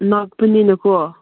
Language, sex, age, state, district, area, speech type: Manipuri, female, 18-30, Manipur, Kangpokpi, rural, conversation